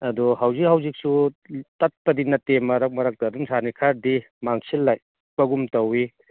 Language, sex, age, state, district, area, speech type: Manipuri, male, 60+, Manipur, Churachandpur, urban, conversation